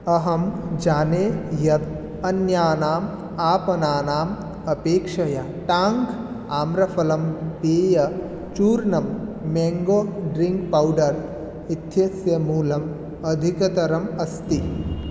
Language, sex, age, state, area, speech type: Sanskrit, male, 18-30, Assam, rural, read